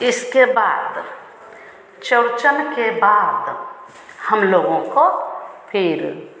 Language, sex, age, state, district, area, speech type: Hindi, female, 45-60, Bihar, Samastipur, rural, spontaneous